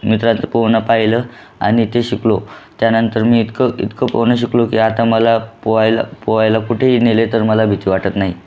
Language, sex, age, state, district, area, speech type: Marathi, male, 18-30, Maharashtra, Buldhana, rural, spontaneous